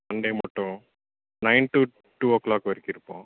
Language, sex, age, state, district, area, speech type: Tamil, male, 18-30, Tamil Nadu, Salem, rural, conversation